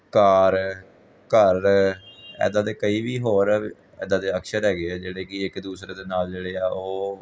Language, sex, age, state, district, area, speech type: Punjabi, male, 18-30, Punjab, Gurdaspur, urban, spontaneous